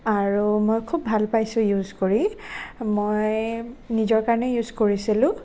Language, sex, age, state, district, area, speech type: Assamese, female, 18-30, Assam, Nagaon, rural, spontaneous